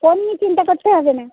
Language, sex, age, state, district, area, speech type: Bengali, female, 45-60, West Bengal, Uttar Dinajpur, urban, conversation